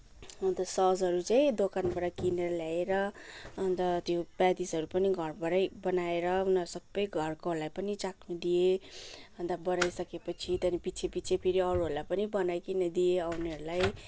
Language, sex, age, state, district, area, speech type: Nepali, female, 30-45, West Bengal, Kalimpong, rural, spontaneous